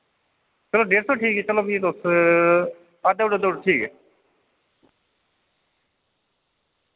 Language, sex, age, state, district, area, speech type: Dogri, male, 30-45, Jammu and Kashmir, Reasi, rural, conversation